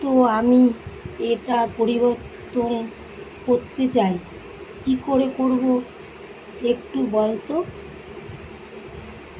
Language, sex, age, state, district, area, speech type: Bengali, female, 45-60, West Bengal, Kolkata, urban, spontaneous